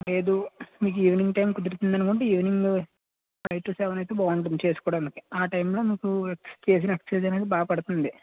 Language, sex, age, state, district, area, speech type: Telugu, male, 18-30, Andhra Pradesh, West Godavari, rural, conversation